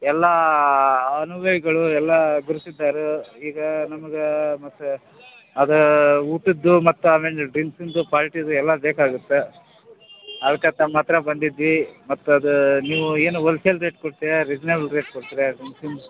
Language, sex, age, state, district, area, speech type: Kannada, male, 30-45, Karnataka, Koppal, rural, conversation